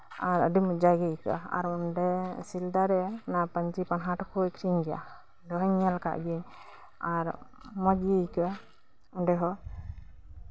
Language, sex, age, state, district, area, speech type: Santali, female, 18-30, West Bengal, Birbhum, rural, spontaneous